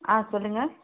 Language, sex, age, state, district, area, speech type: Tamil, female, 30-45, Tamil Nadu, Tirupattur, rural, conversation